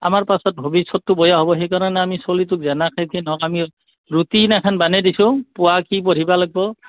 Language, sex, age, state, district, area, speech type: Assamese, male, 45-60, Assam, Barpeta, rural, conversation